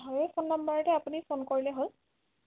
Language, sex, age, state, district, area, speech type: Assamese, female, 30-45, Assam, Sonitpur, rural, conversation